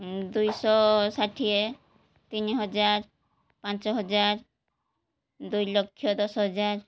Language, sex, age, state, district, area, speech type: Odia, female, 30-45, Odisha, Mayurbhanj, rural, spontaneous